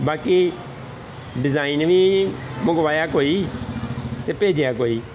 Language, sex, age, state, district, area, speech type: Punjabi, male, 45-60, Punjab, Gurdaspur, urban, spontaneous